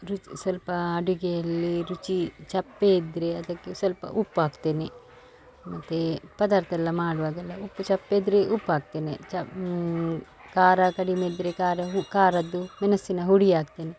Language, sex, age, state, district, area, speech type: Kannada, female, 45-60, Karnataka, Dakshina Kannada, rural, spontaneous